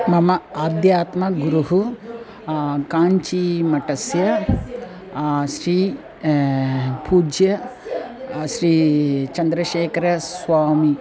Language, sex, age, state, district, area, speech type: Sanskrit, female, 60+, Tamil Nadu, Chennai, urban, spontaneous